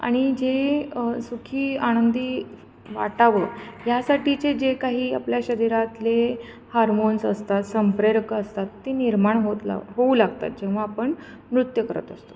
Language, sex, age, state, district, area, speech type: Marathi, female, 30-45, Maharashtra, Kolhapur, urban, spontaneous